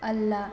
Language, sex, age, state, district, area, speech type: Kannada, female, 18-30, Karnataka, Mysore, urban, read